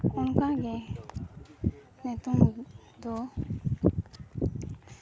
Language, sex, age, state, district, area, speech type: Santali, female, 18-30, Jharkhand, East Singhbhum, rural, spontaneous